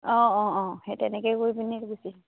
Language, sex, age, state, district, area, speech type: Assamese, female, 18-30, Assam, Charaideo, rural, conversation